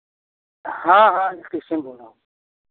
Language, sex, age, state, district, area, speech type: Hindi, male, 30-45, Uttar Pradesh, Prayagraj, urban, conversation